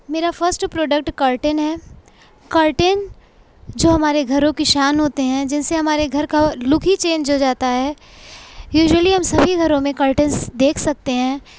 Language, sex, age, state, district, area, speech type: Urdu, female, 18-30, Uttar Pradesh, Mau, urban, spontaneous